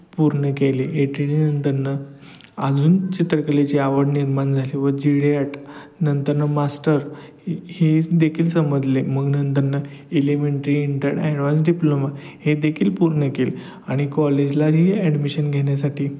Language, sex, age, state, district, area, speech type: Marathi, male, 30-45, Maharashtra, Satara, urban, spontaneous